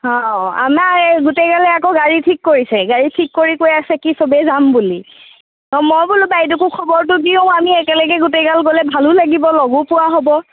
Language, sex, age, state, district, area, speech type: Assamese, female, 18-30, Assam, Darrang, rural, conversation